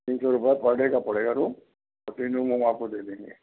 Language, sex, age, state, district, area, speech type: Hindi, male, 60+, Madhya Pradesh, Gwalior, rural, conversation